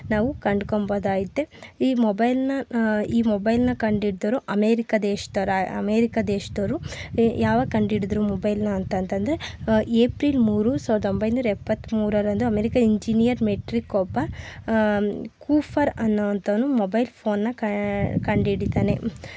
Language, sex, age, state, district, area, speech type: Kannada, female, 30-45, Karnataka, Tumkur, rural, spontaneous